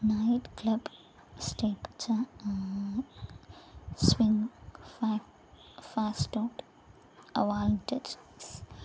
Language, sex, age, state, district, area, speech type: Sanskrit, female, 18-30, Kerala, Thrissur, rural, spontaneous